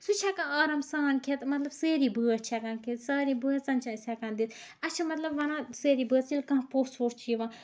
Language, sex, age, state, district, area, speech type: Kashmiri, female, 30-45, Jammu and Kashmir, Ganderbal, rural, spontaneous